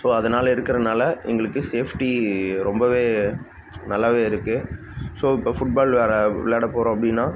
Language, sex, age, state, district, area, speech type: Tamil, male, 18-30, Tamil Nadu, Namakkal, rural, spontaneous